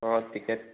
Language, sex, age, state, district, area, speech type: Assamese, male, 18-30, Assam, Charaideo, urban, conversation